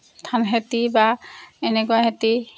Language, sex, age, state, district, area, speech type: Assamese, female, 45-60, Assam, Darrang, rural, spontaneous